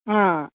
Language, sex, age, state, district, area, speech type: Kannada, male, 18-30, Karnataka, Gulbarga, urban, conversation